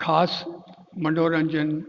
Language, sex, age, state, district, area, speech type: Sindhi, male, 60+, Rajasthan, Ajmer, urban, spontaneous